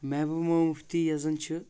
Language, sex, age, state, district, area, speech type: Kashmiri, male, 18-30, Jammu and Kashmir, Shopian, urban, spontaneous